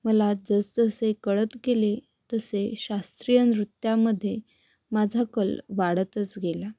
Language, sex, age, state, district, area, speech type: Marathi, female, 18-30, Maharashtra, Sangli, urban, spontaneous